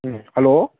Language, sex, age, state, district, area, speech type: Manipuri, male, 18-30, Manipur, Kangpokpi, urban, conversation